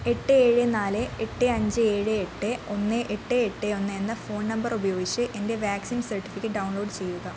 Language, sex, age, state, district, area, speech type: Malayalam, female, 18-30, Kerala, Wayanad, rural, read